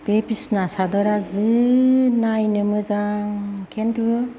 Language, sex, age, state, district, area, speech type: Bodo, female, 60+, Assam, Kokrajhar, urban, spontaneous